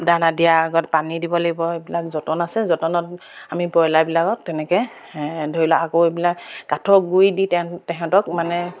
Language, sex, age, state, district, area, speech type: Assamese, female, 30-45, Assam, Sivasagar, rural, spontaneous